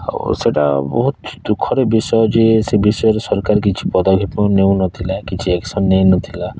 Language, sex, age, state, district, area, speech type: Odia, male, 30-45, Odisha, Kalahandi, rural, spontaneous